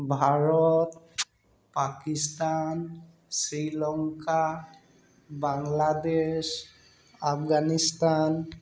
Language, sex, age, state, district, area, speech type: Assamese, male, 30-45, Assam, Tinsukia, urban, spontaneous